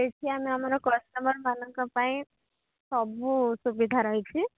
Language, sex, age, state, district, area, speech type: Odia, female, 18-30, Odisha, Sambalpur, rural, conversation